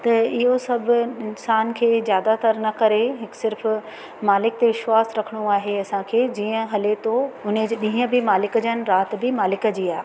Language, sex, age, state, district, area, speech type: Sindhi, female, 45-60, Madhya Pradesh, Katni, urban, spontaneous